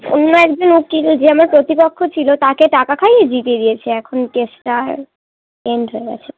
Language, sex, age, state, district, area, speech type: Bengali, female, 18-30, West Bengal, Darjeeling, urban, conversation